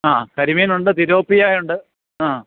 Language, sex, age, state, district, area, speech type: Malayalam, male, 45-60, Kerala, Alappuzha, urban, conversation